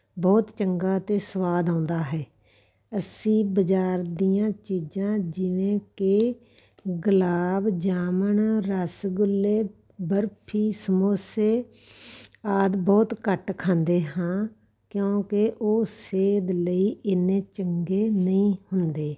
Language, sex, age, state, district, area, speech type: Punjabi, female, 45-60, Punjab, Patiala, rural, spontaneous